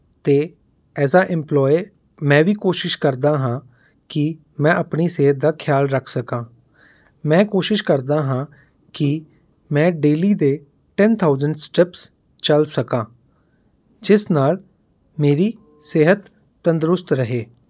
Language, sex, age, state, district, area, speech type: Punjabi, male, 30-45, Punjab, Mohali, urban, spontaneous